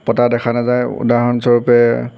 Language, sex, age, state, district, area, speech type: Assamese, male, 18-30, Assam, Golaghat, urban, spontaneous